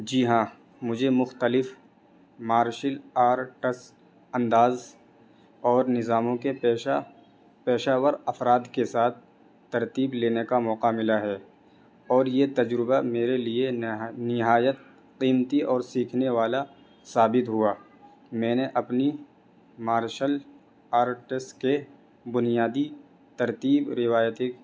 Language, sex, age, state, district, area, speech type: Urdu, male, 18-30, Delhi, North East Delhi, urban, spontaneous